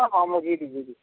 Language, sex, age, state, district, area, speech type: Odia, male, 45-60, Odisha, Nuapada, urban, conversation